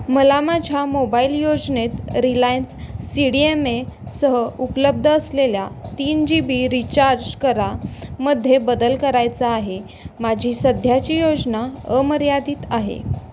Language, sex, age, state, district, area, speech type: Marathi, female, 18-30, Maharashtra, Sangli, urban, read